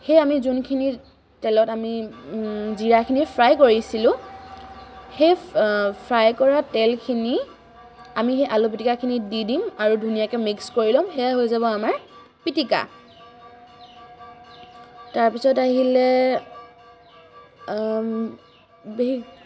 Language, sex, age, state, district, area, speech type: Assamese, female, 18-30, Assam, Charaideo, urban, spontaneous